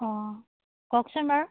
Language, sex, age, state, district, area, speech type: Assamese, female, 30-45, Assam, Biswanath, rural, conversation